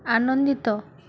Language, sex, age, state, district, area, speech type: Odia, female, 30-45, Odisha, Balasore, rural, read